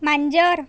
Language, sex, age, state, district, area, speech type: Marathi, female, 30-45, Maharashtra, Nagpur, urban, read